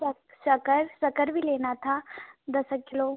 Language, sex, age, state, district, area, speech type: Hindi, female, 18-30, Madhya Pradesh, Betul, rural, conversation